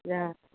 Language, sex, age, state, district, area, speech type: Marathi, female, 45-60, Maharashtra, Nagpur, urban, conversation